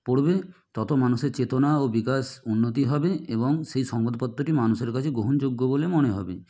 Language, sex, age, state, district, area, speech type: Bengali, male, 18-30, West Bengal, Nadia, rural, spontaneous